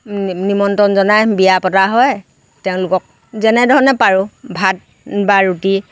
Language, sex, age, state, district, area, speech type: Assamese, female, 60+, Assam, Lakhimpur, rural, spontaneous